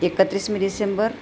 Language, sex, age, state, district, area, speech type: Gujarati, female, 60+, Gujarat, Ahmedabad, urban, spontaneous